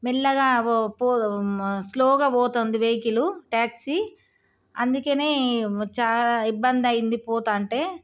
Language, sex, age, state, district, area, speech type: Telugu, female, 30-45, Telangana, Jagtial, rural, spontaneous